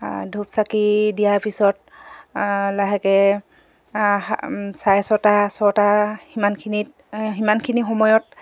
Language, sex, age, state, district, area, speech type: Assamese, female, 45-60, Assam, Dibrugarh, rural, spontaneous